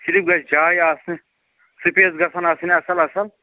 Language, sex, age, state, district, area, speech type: Kashmiri, male, 45-60, Jammu and Kashmir, Bandipora, rural, conversation